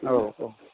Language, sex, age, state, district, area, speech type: Bodo, male, 45-60, Assam, Chirang, urban, conversation